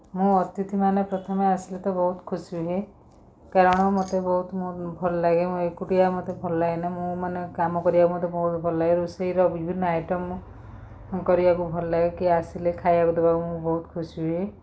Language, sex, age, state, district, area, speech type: Odia, female, 45-60, Odisha, Rayagada, rural, spontaneous